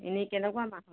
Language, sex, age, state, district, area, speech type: Assamese, female, 30-45, Assam, Jorhat, urban, conversation